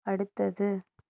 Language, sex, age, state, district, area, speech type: Tamil, female, 30-45, Tamil Nadu, Nilgiris, urban, read